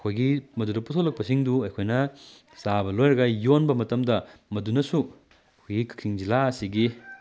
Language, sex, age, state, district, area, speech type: Manipuri, male, 18-30, Manipur, Kakching, rural, spontaneous